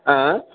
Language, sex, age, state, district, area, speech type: Maithili, male, 45-60, Bihar, Supaul, rural, conversation